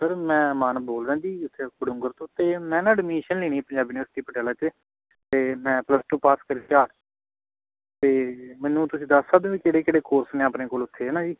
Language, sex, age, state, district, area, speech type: Punjabi, male, 18-30, Punjab, Patiala, urban, conversation